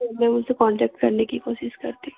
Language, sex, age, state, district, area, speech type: Hindi, female, 18-30, Madhya Pradesh, Chhindwara, urban, conversation